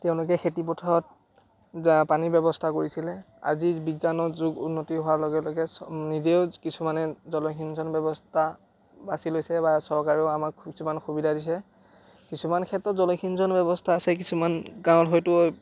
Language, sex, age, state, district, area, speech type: Assamese, male, 18-30, Assam, Biswanath, rural, spontaneous